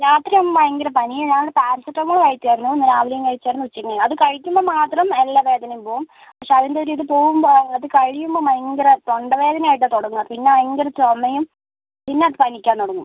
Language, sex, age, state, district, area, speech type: Malayalam, female, 18-30, Kerala, Kozhikode, urban, conversation